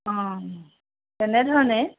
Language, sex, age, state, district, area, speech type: Assamese, female, 45-60, Assam, Golaghat, urban, conversation